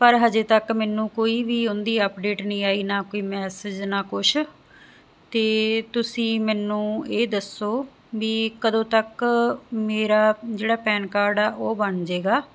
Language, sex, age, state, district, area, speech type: Punjabi, female, 30-45, Punjab, Muktsar, urban, spontaneous